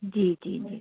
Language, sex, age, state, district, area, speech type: Hindi, female, 45-60, Madhya Pradesh, Jabalpur, urban, conversation